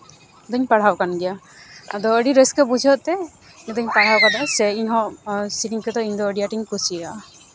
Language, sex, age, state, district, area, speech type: Santali, female, 18-30, West Bengal, Uttar Dinajpur, rural, spontaneous